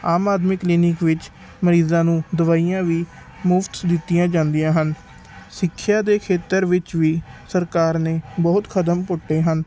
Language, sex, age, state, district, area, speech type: Punjabi, male, 18-30, Punjab, Patiala, urban, spontaneous